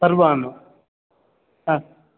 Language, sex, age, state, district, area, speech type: Sanskrit, male, 30-45, Karnataka, Dakshina Kannada, urban, conversation